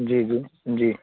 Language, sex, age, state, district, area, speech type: Urdu, male, 60+, Uttar Pradesh, Lucknow, urban, conversation